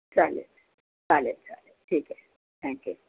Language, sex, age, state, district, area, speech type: Marathi, female, 60+, Maharashtra, Yavatmal, urban, conversation